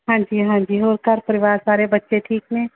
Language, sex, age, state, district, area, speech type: Punjabi, female, 30-45, Punjab, Barnala, rural, conversation